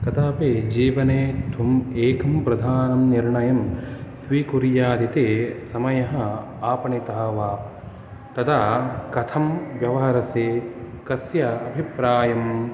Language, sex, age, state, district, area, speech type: Sanskrit, male, 18-30, Karnataka, Uttara Kannada, rural, spontaneous